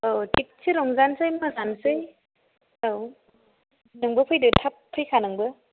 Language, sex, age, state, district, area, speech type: Bodo, female, 18-30, Assam, Chirang, rural, conversation